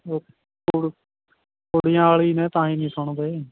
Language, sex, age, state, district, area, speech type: Punjabi, male, 18-30, Punjab, Ludhiana, rural, conversation